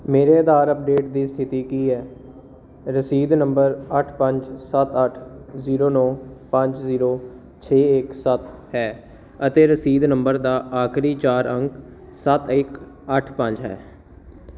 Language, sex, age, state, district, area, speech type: Punjabi, male, 18-30, Punjab, Jalandhar, urban, read